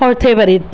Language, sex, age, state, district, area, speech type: Assamese, female, 45-60, Assam, Nalbari, rural, spontaneous